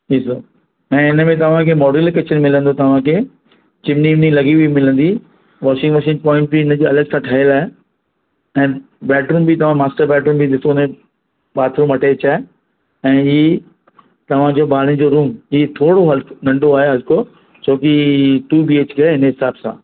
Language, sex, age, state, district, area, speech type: Sindhi, male, 45-60, Maharashtra, Mumbai Suburban, urban, conversation